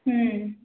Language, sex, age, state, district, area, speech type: Kannada, female, 18-30, Karnataka, Hassan, rural, conversation